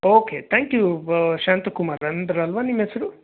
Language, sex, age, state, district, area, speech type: Kannada, male, 30-45, Karnataka, Bangalore Urban, rural, conversation